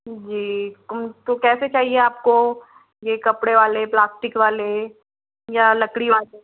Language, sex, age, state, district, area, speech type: Hindi, female, 45-60, Madhya Pradesh, Balaghat, rural, conversation